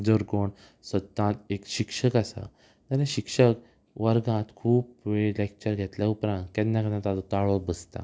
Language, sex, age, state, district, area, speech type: Goan Konkani, male, 18-30, Goa, Ponda, rural, spontaneous